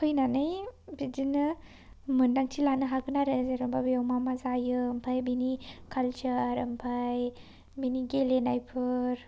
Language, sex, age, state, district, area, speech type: Bodo, female, 18-30, Assam, Kokrajhar, rural, spontaneous